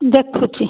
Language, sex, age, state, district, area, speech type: Odia, female, 60+, Odisha, Khordha, rural, conversation